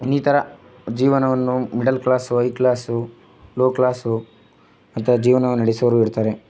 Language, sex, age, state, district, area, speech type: Kannada, male, 18-30, Karnataka, Chamarajanagar, rural, spontaneous